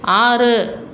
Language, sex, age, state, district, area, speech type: Tamil, female, 45-60, Tamil Nadu, Salem, rural, read